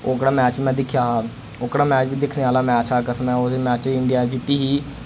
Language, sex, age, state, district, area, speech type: Dogri, male, 18-30, Jammu and Kashmir, Jammu, rural, spontaneous